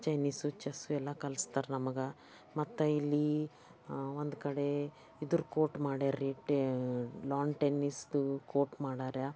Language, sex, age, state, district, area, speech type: Kannada, female, 60+, Karnataka, Bidar, urban, spontaneous